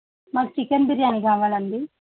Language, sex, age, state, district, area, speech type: Telugu, female, 30-45, Andhra Pradesh, Chittoor, rural, conversation